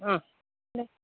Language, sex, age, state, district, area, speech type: Malayalam, female, 30-45, Kerala, Kollam, urban, conversation